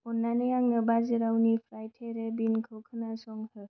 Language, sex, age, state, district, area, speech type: Bodo, female, 18-30, Assam, Kokrajhar, rural, read